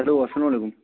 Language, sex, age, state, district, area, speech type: Kashmiri, male, 30-45, Jammu and Kashmir, Budgam, rural, conversation